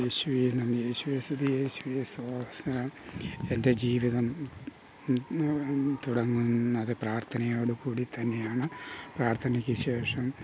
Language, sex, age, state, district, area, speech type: Malayalam, male, 60+, Kerala, Pathanamthitta, rural, spontaneous